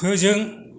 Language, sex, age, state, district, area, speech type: Bodo, male, 60+, Assam, Kokrajhar, rural, read